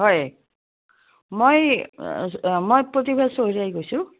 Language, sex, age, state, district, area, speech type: Assamese, female, 60+, Assam, Udalguri, rural, conversation